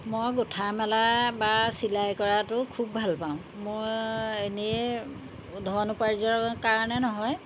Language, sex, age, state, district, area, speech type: Assamese, female, 60+, Assam, Jorhat, urban, spontaneous